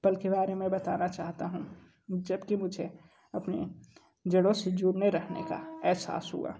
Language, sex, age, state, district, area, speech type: Hindi, male, 18-30, Uttar Pradesh, Sonbhadra, rural, spontaneous